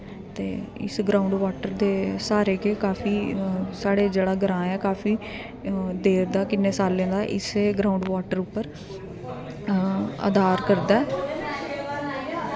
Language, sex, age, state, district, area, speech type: Dogri, female, 18-30, Jammu and Kashmir, Kathua, rural, spontaneous